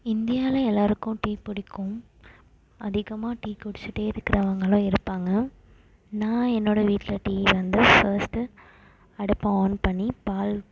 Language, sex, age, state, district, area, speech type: Tamil, female, 18-30, Tamil Nadu, Perambalur, urban, spontaneous